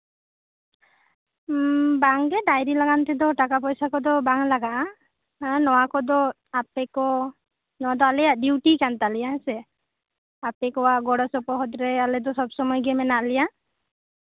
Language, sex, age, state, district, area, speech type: Santali, female, 18-30, West Bengal, Bankura, rural, conversation